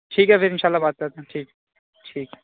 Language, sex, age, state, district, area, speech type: Urdu, male, 18-30, Uttar Pradesh, Saharanpur, urban, conversation